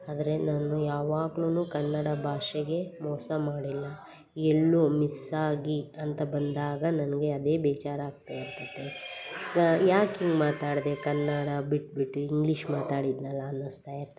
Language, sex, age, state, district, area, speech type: Kannada, female, 45-60, Karnataka, Hassan, urban, spontaneous